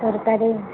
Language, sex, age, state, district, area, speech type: Odia, female, 30-45, Odisha, Mayurbhanj, rural, conversation